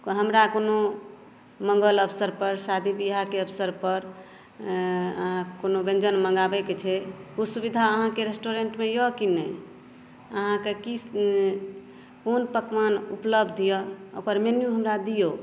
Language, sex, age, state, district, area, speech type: Maithili, female, 30-45, Bihar, Madhepura, urban, spontaneous